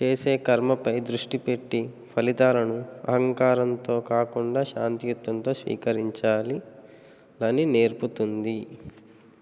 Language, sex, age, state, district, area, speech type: Telugu, male, 18-30, Telangana, Nagarkurnool, urban, spontaneous